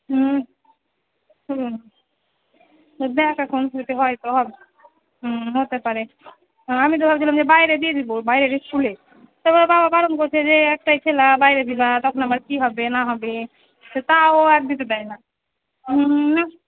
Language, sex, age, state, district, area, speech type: Bengali, female, 30-45, West Bengal, Murshidabad, rural, conversation